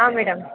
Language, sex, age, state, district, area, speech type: Kannada, female, 18-30, Karnataka, Mysore, urban, conversation